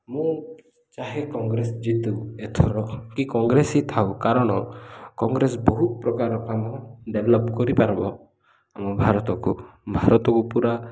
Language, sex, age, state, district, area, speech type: Odia, male, 30-45, Odisha, Koraput, urban, spontaneous